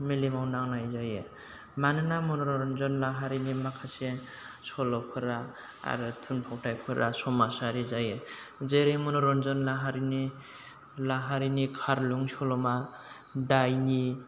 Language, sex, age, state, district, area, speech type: Bodo, male, 30-45, Assam, Chirang, rural, spontaneous